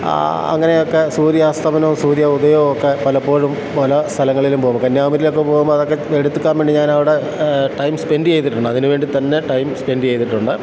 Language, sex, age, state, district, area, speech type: Malayalam, male, 45-60, Kerala, Kottayam, urban, spontaneous